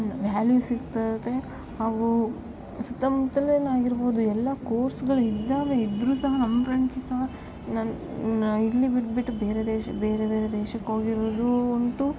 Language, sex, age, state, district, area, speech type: Kannada, female, 18-30, Karnataka, Bellary, rural, spontaneous